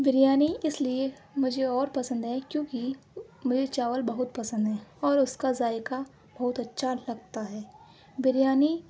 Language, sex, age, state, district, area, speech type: Urdu, female, 18-30, Uttar Pradesh, Aligarh, urban, spontaneous